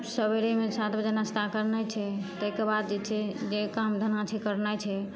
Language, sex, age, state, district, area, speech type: Maithili, female, 18-30, Bihar, Madhepura, rural, spontaneous